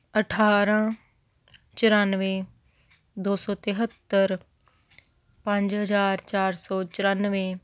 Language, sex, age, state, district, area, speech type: Punjabi, female, 18-30, Punjab, Patiala, urban, spontaneous